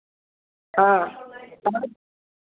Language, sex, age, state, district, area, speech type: Hindi, female, 60+, Uttar Pradesh, Hardoi, rural, conversation